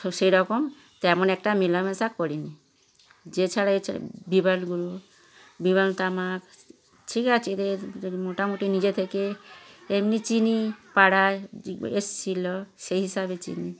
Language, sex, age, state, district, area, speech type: Bengali, female, 60+, West Bengal, Darjeeling, rural, spontaneous